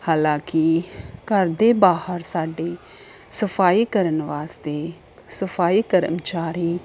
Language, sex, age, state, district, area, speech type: Punjabi, female, 30-45, Punjab, Ludhiana, urban, spontaneous